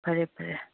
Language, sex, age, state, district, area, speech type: Manipuri, female, 30-45, Manipur, Chandel, rural, conversation